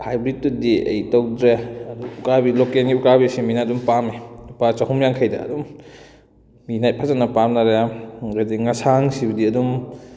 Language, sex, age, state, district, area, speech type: Manipuri, male, 18-30, Manipur, Kakching, rural, spontaneous